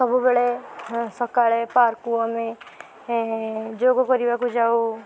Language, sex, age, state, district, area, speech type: Odia, female, 18-30, Odisha, Puri, urban, spontaneous